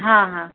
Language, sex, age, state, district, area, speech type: Gujarati, female, 45-60, Gujarat, Mehsana, rural, conversation